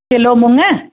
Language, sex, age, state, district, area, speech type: Sindhi, female, 45-60, Maharashtra, Pune, urban, conversation